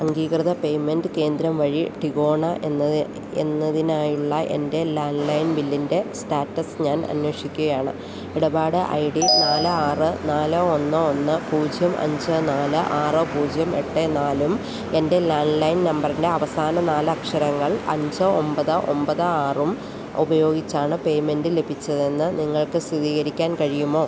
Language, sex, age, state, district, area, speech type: Malayalam, female, 30-45, Kerala, Idukki, rural, read